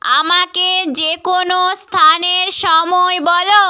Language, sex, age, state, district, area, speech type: Bengali, female, 18-30, West Bengal, Purba Medinipur, rural, read